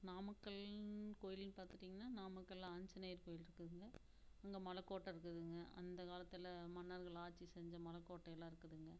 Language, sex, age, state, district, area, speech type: Tamil, female, 45-60, Tamil Nadu, Namakkal, rural, spontaneous